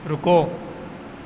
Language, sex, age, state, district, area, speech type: Urdu, male, 18-30, Uttar Pradesh, Aligarh, urban, read